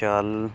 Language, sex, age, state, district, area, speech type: Punjabi, male, 18-30, Punjab, Fazilka, rural, spontaneous